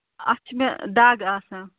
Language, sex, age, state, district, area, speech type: Kashmiri, female, 30-45, Jammu and Kashmir, Ganderbal, rural, conversation